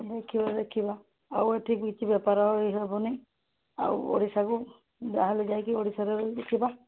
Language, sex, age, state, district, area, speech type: Odia, female, 45-60, Odisha, Sambalpur, rural, conversation